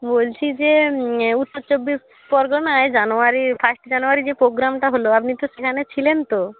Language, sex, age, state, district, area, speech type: Bengali, female, 18-30, West Bengal, North 24 Parganas, rural, conversation